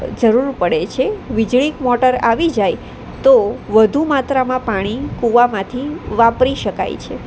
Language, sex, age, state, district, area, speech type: Gujarati, female, 18-30, Gujarat, Anand, urban, spontaneous